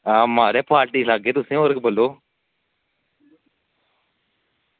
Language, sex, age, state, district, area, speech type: Dogri, male, 18-30, Jammu and Kashmir, Samba, rural, conversation